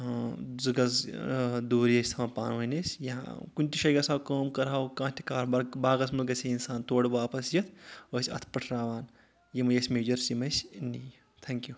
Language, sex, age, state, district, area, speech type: Kashmiri, male, 18-30, Jammu and Kashmir, Anantnag, rural, spontaneous